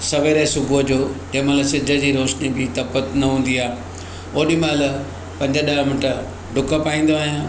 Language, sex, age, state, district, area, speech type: Sindhi, male, 60+, Maharashtra, Mumbai Suburban, urban, spontaneous